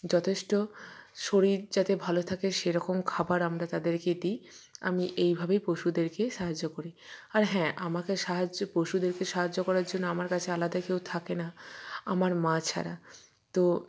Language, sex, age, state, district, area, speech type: Bengali, female, 45-60, West Bengal, Purba Bardhaman, urban, spontaneous